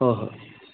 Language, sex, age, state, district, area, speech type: Manipuri, male, 30-45, Manipur, Kangpokpi, urban, conversation